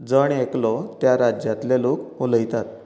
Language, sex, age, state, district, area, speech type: Goan Konkani, male, 30-45, Goa, Canacona, rural, spontaneous